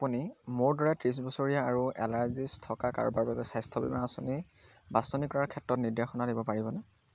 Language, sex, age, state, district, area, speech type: Assamese, male, 18-30, Assam, Dhemaji, urban, read